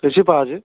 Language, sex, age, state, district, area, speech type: Marathi, male, 18-30, Maharashtra, Gondia, rural, conversation